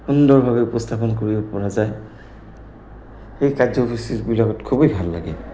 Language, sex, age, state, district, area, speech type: Assamese, male, 60+, Assam, Goalpara, urban, spontaneous